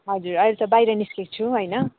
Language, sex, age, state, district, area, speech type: Nepali, female, 30-45, West Bengal, Darjeeling, rural, conversation